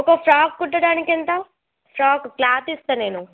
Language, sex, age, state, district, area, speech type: Telugu, female, 18-30, Telangana, Mancherial, rural, conversation